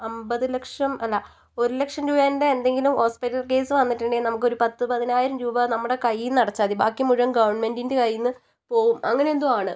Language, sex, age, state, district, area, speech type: Malayalam, female, 18-30, Kerala, Kozhikode, urban, spontaneous